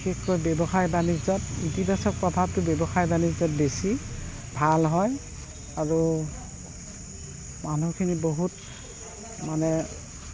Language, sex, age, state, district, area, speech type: Assamese, female, 60+, Assam, Goalpara, urban, spontaneous